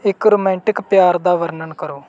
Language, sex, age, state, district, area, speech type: Punjabi, male, 18-30, Punjab, Bathinda, rural, read